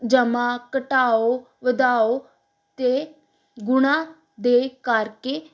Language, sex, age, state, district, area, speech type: Punjabi, female, 18-30, Punjab, Gurdaspur, rural, spontaneous